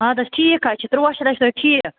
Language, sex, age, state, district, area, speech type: Kashmiri, female, 30-45, Jammu and Kashmir, Budgam, rural, conversation